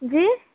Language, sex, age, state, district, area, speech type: Urdu, female, 18-30, Uttar Pradesh, Gautam Buddha Nagar, rural, conversation